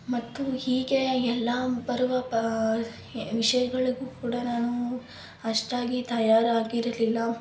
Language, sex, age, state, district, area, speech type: Kannada, female, 18-30, Karnataka, Davanagere, rural, spontaneous